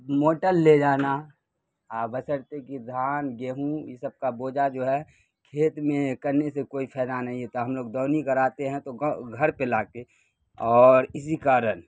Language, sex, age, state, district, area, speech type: Urdu, male, 30-45, Bihar, Khagaria, urban, spontaneous